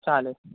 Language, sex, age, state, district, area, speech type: Marathi, male, 18-30, Maharashtra, Ratnagiri, rural, conversation